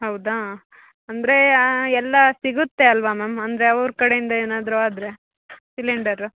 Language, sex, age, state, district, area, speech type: Kannada, female, 18-30, Karnataka, Chikkamagaluru, rural, conversation